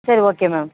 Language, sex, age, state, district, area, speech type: Tamil, female, 45-60, Tamil Nadu, Nilgiris, rural, conversation